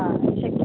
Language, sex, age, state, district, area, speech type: Sanskrit, female, 18-30, Karnataka, Belgaum, rural, conversation